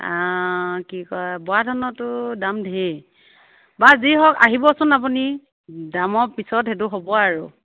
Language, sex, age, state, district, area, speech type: Assamese, female, 45-60, Assam, Morigaon, rural, conversation